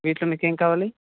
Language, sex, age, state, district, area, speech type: Telugu, male, 18-30, Telangana, Sangareddy, urban, conversation